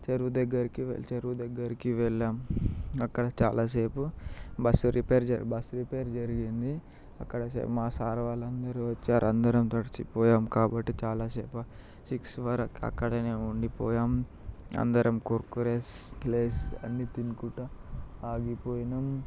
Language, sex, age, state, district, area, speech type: Telugu, male, 18-30, Telangana, Vikarabad, urban, spontaneous